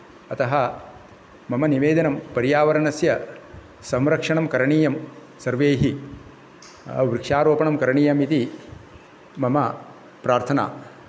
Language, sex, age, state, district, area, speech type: Sanskrit, male, 45-60, Kerala, Kasaragod, urban, spontaneous